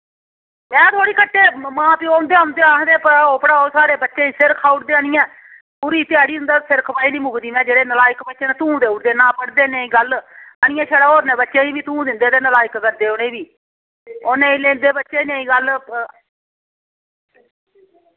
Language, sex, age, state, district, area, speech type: Dogri, female, 60+, Jammu and Kashmir, Reasi, rural, conversation